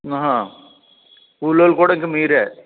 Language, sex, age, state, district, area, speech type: Telugu, male, 60+, Andhra Pradesh, East Godavari, rural, conversation